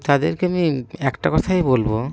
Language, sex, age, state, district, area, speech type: Bengali, male, 18-30, West Bengal, Cooch Behar, urban, spontaneous